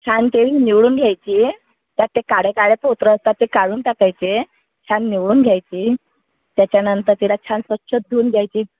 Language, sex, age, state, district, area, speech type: Marathi, female, 30-45, Maharashtra, Amravati, urban, conversation